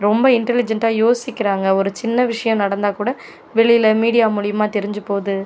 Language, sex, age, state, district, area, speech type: Tamil, female, 45-60, Tamil Nadu, Cuddalore, rural, spontaneous